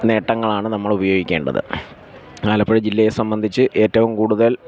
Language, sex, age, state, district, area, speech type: Malayalam, male, 45-60, Kerala, Alappuzha, rural, spontaneous